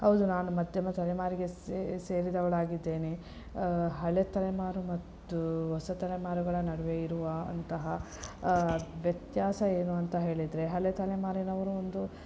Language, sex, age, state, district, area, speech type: Kannada, female, 30-45, Karnataka, Shimoga, rural, spontaneous